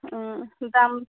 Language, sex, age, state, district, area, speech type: Bodo, female, 18-30, Assam, Udalguri, urban, conversation